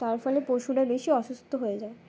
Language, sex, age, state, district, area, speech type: Bengali, female, 18-30, West Bengal, Uttar Dinajpur, urban, spontaneous